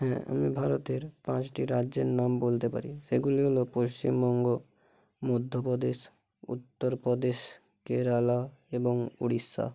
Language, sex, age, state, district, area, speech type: Bengali, male, 45-60, West Bengal, Bankura, urban, spontaneous